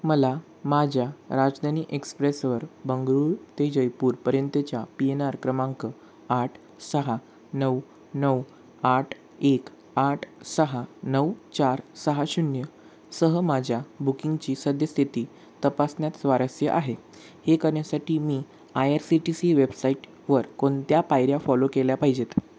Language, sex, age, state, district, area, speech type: Marathi, male, 18-30, Maharashtra, Sangli, urban, read